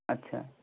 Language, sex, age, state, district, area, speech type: Bengali, male, 30-45, West Bengal, Purba Medinipur, rural, conversation